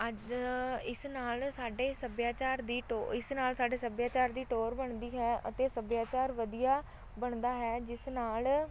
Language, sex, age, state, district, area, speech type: Punjabi, female, 18-30, Punjab, Shaheed Bhagat Singh Nagar, rural, spontaneous